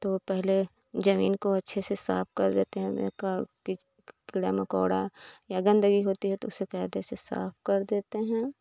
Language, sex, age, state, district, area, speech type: Hindi, female, 30-45, Uttar Pradesh, Prayagraj, rural, spontaneous